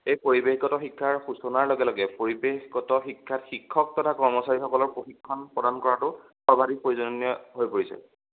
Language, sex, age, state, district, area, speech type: Assamese, male, 18-30, Assam, Majuli, rural, conversation